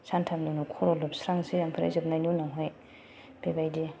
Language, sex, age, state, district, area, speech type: Bodo, female, 30-45, Assam, Kokrajhar, rural, spontaneous